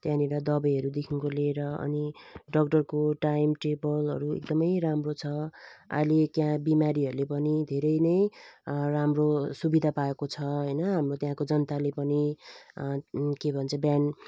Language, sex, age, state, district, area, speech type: Nepali, female, 45-60, West Bengal, Jalpaiguri, rural, spontaneous